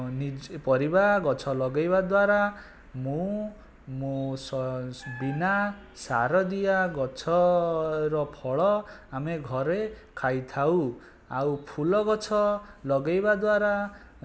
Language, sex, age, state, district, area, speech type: Odia, male, 18-30, Odisha, Jajpur, rural, spontaneous